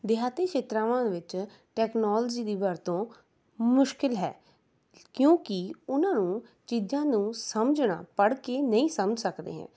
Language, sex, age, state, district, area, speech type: Punjabi, female, 30-45, Punjab, Rupnagar, urban, spontaneous